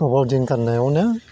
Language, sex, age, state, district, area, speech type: Bodo, male, 60+, Assam, Chirang, rural, spontaneous